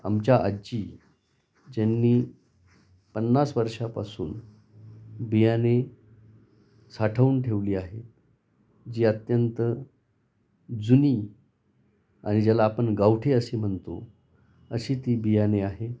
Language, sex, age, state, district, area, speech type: Marathi, male, 45-60, Maharashtra, Nashik, urban, spontaneous